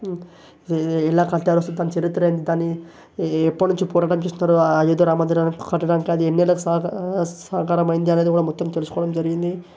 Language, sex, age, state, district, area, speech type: Telugu, male, 18-30, Telangana, Vikarabad, urban, spontaneous